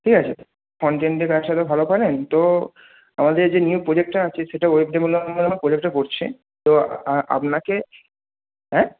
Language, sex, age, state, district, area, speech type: Bengali, male, 30-45, West Bengal, Purba Medinipur, rural, conversation